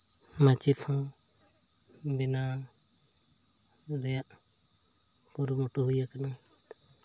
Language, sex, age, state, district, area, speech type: Santali, male, 30-45, Jharkhand, Seraikela Kharsawan, rural, spontaneous